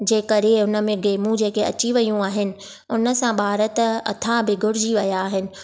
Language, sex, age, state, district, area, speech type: Sindhi, female, 30-45, Maharashtra, Thane, urban, spontaneous